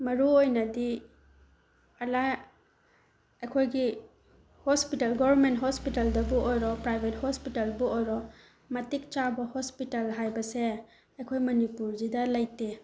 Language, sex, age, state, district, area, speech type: Manipuri, female, 18-30, Manipur, Bishnupur, rural, spontaneous